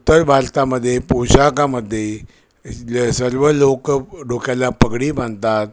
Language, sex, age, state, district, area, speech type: Marathi, male, 60+, Maharashtra, Thane, rural, spontaneous